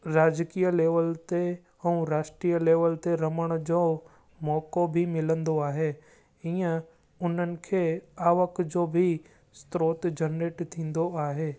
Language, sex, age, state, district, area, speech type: Sindhi, male, 18-30, Gujarat, Junagadh, urban, spontaneous